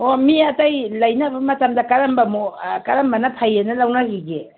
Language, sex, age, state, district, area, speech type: Manipuri, female, 60+, Manipur, Kangpokpi, urban, conversation